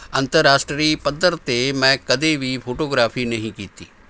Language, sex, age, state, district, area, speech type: Punjabi, male, 60+, Punjab, Mohali, urban, spontaneous